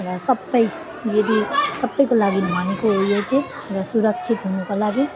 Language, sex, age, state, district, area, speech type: Nepali, female, 18-30, West Bengal, Alipurduar, urban, spontaneous